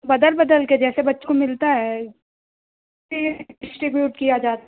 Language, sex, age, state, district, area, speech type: Hindi, female, 30-45, Uttar Pradesh, Lucknow, rural, conversation